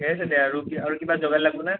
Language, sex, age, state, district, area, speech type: Assamese, male, 18-30, Assam, Nalbari, rural, conversation